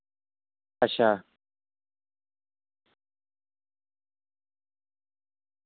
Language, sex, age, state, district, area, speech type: Dogri, male, 30-45, Jammu and Kashmir, Reasi, rural, conversation